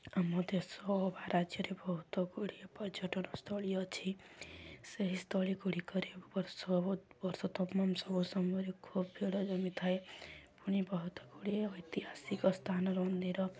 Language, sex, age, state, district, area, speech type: Odia, female, 18-30, Odisha, Subarnapur, urban, spontaneous